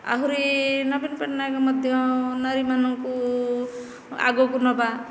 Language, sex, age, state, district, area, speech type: Odia, female, 45-60, Odisha, Nayagarh, rural, spontaneous